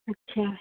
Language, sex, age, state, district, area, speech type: Hindi, female, 18-30, Uttar Pradesh, Chandauli, urban, conversation